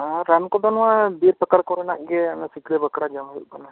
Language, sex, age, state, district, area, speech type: Santali, male, 18-30, West Bengal, Bankura, rural, conversation